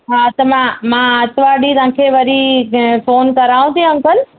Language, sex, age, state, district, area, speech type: Sindhi, female, 30-45, Rajasthan, Ajmer, urban, conversation